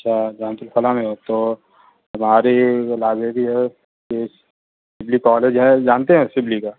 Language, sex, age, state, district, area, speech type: Urdu, male, 30-45, Uttar Pradesh, Azamgarh, rural, conversation